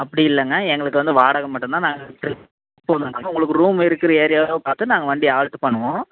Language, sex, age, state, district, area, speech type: Tamil, male, 18-30, Tamil Nadu, Dharmapuri, rural, conversation